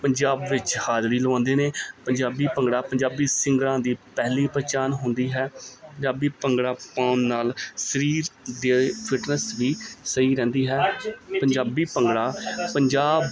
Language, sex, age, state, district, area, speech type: Punjabi, male, 30-45, Punjab, Gurdaspur, urban, spontaneous